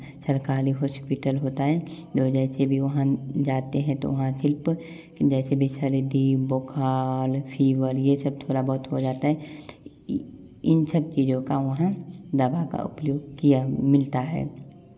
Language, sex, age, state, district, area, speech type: Hindi, male, 18-30, Bihar, Samastipur, rural, spontaneous